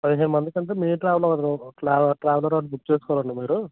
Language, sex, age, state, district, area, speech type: Telugu, male, 30-45, Andhra Pradesh, Alluri Sitarama Raju, rural, conversation